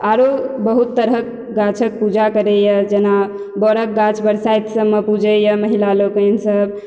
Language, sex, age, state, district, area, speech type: Maithili, female, 18-30, Bihar, Supaul, rural, spontaneous